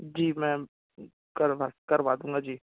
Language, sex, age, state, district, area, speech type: Hindi, male, 18-30, Madhya Pradesh, Bhopal, rural, conversation